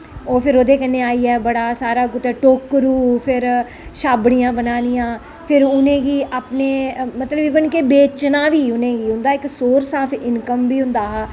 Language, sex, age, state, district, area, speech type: Dogri, female, 45-60, Jammu and Kashmir, Jammu, rural, spontaneous